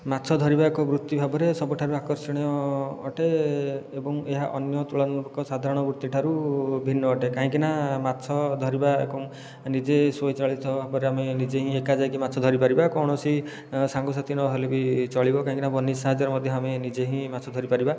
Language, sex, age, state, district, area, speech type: Odia, male, 30-45, Odisha, Khordha, rural, spontaneous